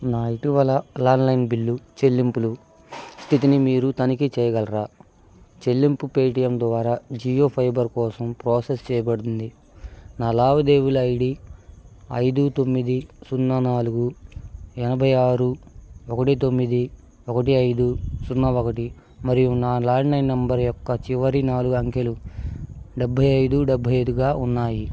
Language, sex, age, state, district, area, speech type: Telugu, male, 30-45, Andhra Pradesh, Bapatla, rural, read